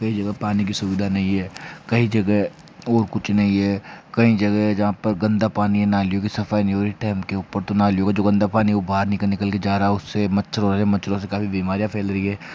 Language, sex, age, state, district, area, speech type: Hindi, male, 18-30, Rajasthan, Jaipur, urban, spontaneous